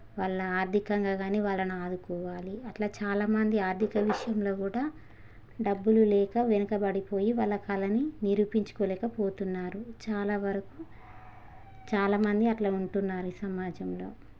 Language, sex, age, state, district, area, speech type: Telugu, female, 30-45, Telangana, Hanamkonda, rural, spontaneous